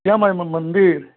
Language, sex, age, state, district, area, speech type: Maithili, male, 30-45, Bihar, Darbhanga, urban, conversation